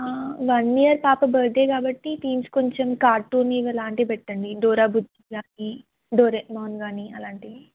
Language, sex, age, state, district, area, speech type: Telugu, female, 18-30, Telangana, Sangareddy, urban, conversation